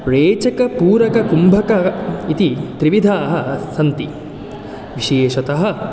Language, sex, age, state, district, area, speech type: Sanskrit, male, 18-30, Karnataka, Dakshina Kannada, rural, spontaneous